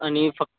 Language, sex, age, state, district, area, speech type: Marathi, female, 18-30, Maharashtra, Bhandara, urban, conversation